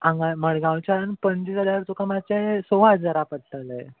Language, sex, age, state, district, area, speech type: Goan Konkani, male, 18-30, Goa, Salcete, urban, conversation